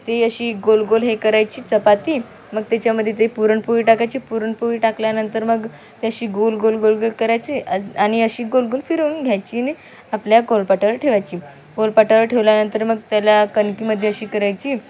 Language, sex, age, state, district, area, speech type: Marathi, female, 18-30, Maharashtra, Wardha, rural, spontaneous